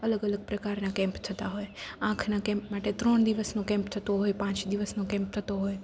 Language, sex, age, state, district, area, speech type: Gujarati, female, 18-30, Gujarat, Rajkot, urban, spontaneous